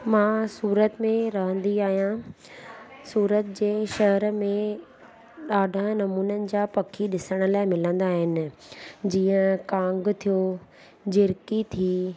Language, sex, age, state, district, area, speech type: Sindhi, female, 30-45, Gujarat, Surat, urban, spontaneous